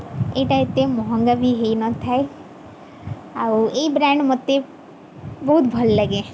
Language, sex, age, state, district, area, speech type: Odia, female, 18-30, Odisha, Sundergarh, urban, spontaneous